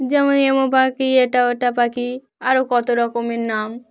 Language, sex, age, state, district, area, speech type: Bengali, female, 18-30, West Bengal, Dakshin Dinajpur, urban, spontaneous